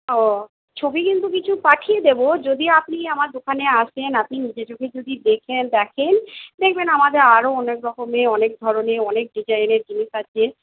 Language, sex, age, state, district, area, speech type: Bengali, female, 45-60, West Bengal, Purba Bardhaman, urban, conversation